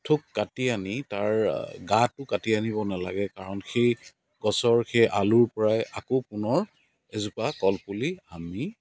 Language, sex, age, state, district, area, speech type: Assamese, male, 45-60, Assam, Dibrugarh, rural, spontaneous